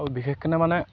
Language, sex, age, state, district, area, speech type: Assamese, male, 18-30, Assam, Lakhimpur, rural, spontaneous